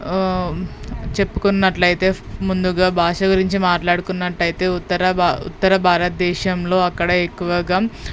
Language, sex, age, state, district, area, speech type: Telugu, female, 18-30, Telangana, Peddapalli, rural, spontaneous